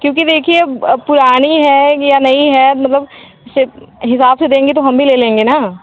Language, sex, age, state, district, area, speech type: Hindi, female, 18-30, Uttar Pradesh, Mirzapur, urban, conversation